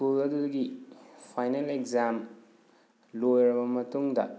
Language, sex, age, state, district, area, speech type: Manipuri, male, 30-45, Manipur, Thoubal, rural, spontaneous